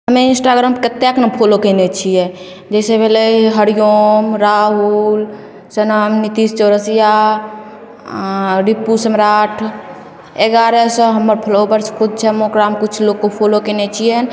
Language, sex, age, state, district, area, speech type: Maithili, female, 18-30, Bihar, Begusarai, rural, spontaneous